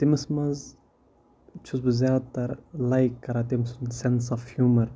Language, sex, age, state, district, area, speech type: Kashmiri, male, 18-30, Jammu and Kashmir, Kupwara, rural, spontaneous